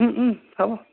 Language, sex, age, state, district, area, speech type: Assamese, male, 60+, Assam, Nagaon, rural, conversation